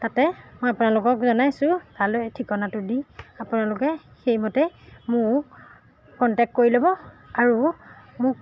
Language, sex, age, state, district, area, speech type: Assamese, female, 30-45, Assam, Golaghat, urban, spontaneous